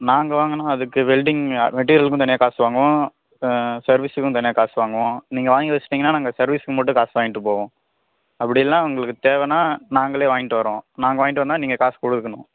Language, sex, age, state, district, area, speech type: Tamil, male, 18-30, Tamil Nadu, Kallakurichi, rural, conversation